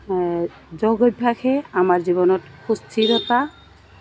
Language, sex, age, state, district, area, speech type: Assamese, female, 45-60, Assam, Goalpara, urban, spontaneous